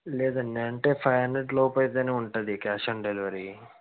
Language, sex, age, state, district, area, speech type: Telugu, male, 18-30, Andhra Pradesh, Srikakulam, rural, conversation